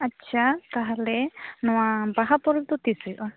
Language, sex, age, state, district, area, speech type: Santali, female, 18-30, West Bengal, Jhargram, rural, conversation